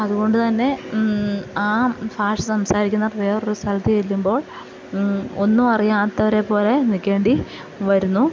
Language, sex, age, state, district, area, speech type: Malayalam, female, 30-45, Kerala, Pathanamthitta, rural, spontaneous